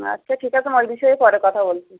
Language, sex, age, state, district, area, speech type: Bengali, female, 45-60, West Bengal, Uttar Dinajpur, urban, conversation